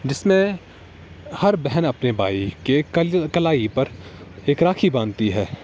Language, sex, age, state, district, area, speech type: Urdu, male, 18-30, Jammu and Kashmir, Srinagar, urban, spontaneous